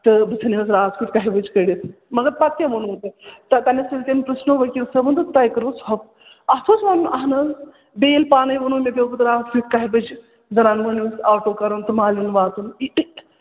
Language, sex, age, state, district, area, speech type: Kashmiri, female, 30-45, Jammu and Kashmir, Srinagar, urban, conversation